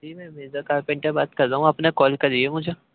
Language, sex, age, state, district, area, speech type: Urdu, male, 18-30, Uttar Pradesh, Ghaziabad, rural, conversation